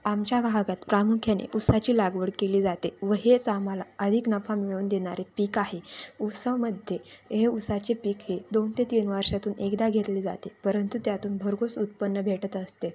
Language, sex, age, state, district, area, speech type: Marathi, female, 18-30, Maharashtra, Ahmednagar, urban, spontaneous